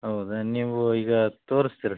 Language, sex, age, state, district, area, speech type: Kannada, male, 30-45, Karnataka, Chitradurga, rural, conversation